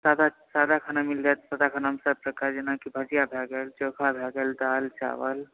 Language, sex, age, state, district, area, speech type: Maithili, male, 18-30, Bihar, Supaul, rural, conversation